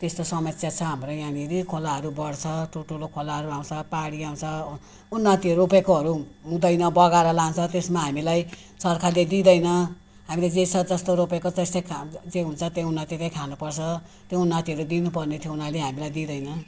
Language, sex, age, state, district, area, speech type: Nepali, female, 60+, West Bengal, Jalpaiguri, rural, spontaneous